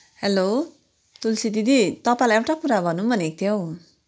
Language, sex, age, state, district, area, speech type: Nepali, female, 45-60, West Bengal, Kalimpong, rural, spontaneous